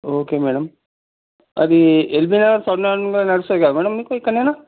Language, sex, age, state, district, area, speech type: Telugu, male, 45-60, Telangana, Ranga Reddy, rural, conversation